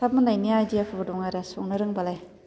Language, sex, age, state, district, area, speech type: Bodo, female, 30-45, Assam, Baksa, rural, spontaneous